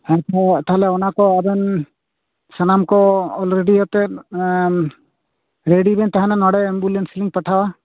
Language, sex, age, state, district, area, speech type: Santali, male, 45-60, West Bengal, Bankura, rural, conversation